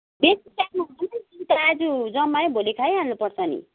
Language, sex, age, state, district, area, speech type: Nepali, female, 45-60, West Bengal, Kalimpong, rural, conversation